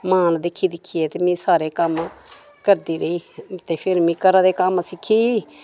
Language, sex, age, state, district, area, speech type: Dogri, female, 60+, Jammu and Kashmir, Samba, rural, spontaneous